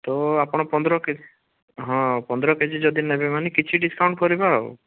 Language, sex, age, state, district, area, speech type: Odia, male, 18-30, Odisha, Bhadrak, rural, conversation